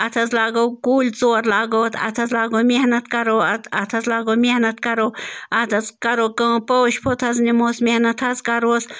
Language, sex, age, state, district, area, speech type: Kashmiri, female, 30-45, Jammu and Kashmir, Bandipora, rural, spontaneous